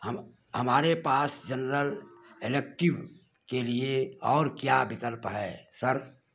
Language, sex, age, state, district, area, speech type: Hindi, male, 60+, Uttar Pradesh, Mau, rural, read